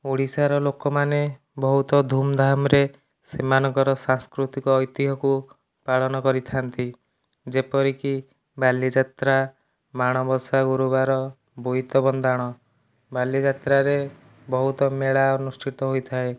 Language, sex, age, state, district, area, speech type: Odia, male, 45-60, Odisha, Nayagarh, rural, spontaneous